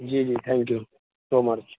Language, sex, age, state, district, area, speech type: Urdu, male, 18-30, Uttar Pradesh, Saharanpur, urban, conversation